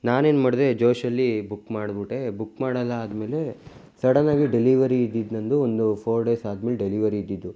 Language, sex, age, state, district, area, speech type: Kannada, male, 18-30, Karnataka, Mysore, rural, spontaneous